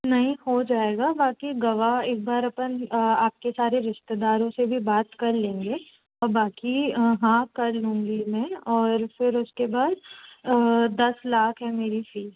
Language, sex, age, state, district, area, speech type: Hindi, female, 18-30, Madhya Pradesh, Jabalpur, urban, conversation